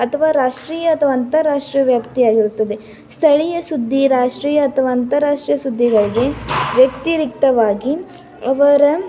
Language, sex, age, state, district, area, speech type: Kannada, female, 18-30, Karnataka, Tumkur, rural, spontaneous